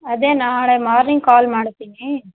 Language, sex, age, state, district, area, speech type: Kannada, female, 18-30, Karnataka, Vijayanagara, rural, conversation